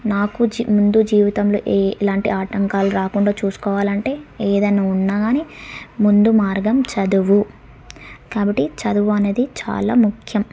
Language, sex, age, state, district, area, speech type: Telugu, female, 18-30, Telangana, Suryapet, urban, spontaneous